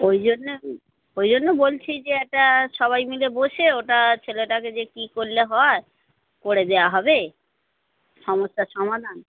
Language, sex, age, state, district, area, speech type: Bengali, female, 30-45, West Bengal, North 24 Parganas, urban, conversation